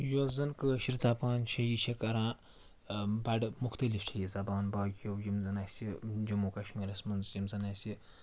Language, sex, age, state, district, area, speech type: Kashmiri, male, 18-30, Jammu and Kashmir, Srinagar, urban, spontaneous